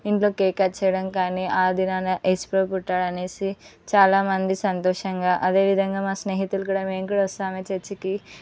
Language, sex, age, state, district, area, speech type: Telugu, female, 18-30, Telangana, Ranga Reddy, urban, spontaneous